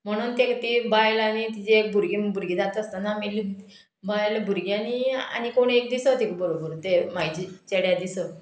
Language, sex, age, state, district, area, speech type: Goan Konkani, female, 45-60, Goa, Murmgao, rural, spontaneous